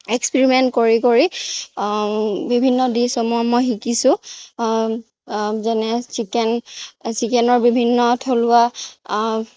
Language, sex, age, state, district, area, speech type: Assamese, female, 30-45, Assam, Morigaon, rural, spontaneous